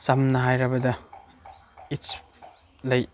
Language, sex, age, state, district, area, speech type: Manipuri, male, 18-30, Manipur, Chandel, rural, spontaneous